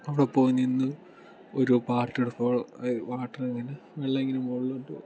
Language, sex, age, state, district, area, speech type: Malayalam, male, 18-30, Kerala, Kottayam, rural, spontaneous